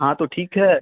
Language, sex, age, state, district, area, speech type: Hindi, male, 18-30, Uttar Pradesh, Chandauli, rural, conversation